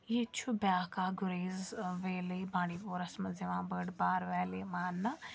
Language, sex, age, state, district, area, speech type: Kashmiri, female, 18-30, Jammu and Kashmir, Bandipora, rural, spontaneous